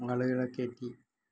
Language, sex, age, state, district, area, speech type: Malayalam, male, 60+, Kerala, Malappuram, rural, spontaneous